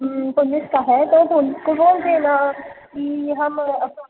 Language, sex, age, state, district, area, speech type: Hindi, male, 18-30, Madhya Pradesh, Betul, urban, conversation